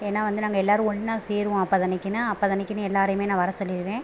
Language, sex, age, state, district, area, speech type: Tamil, female, 30-45, Tamil Nadu, Pudukkottai, rural, spontaneous